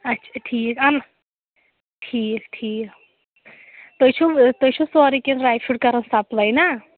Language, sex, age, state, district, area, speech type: Kashmiri, female, 18-30, Jammu and Kashmir, Anantnag, urban, conversation